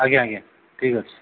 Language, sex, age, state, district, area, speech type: Odia, male, 45-60, Odisha, Koraput, urban, conversation